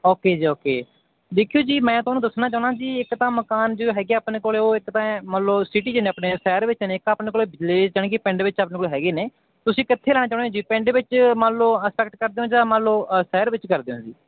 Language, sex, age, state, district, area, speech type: Punjabi, male, 18-30, Punjab, Mansa, rural, conversation